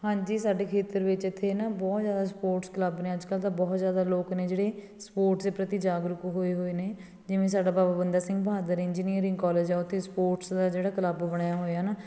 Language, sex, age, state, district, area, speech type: Punjabi, female, 30-45, Punjab, Fatehgarh Sahib, urban, spontaneous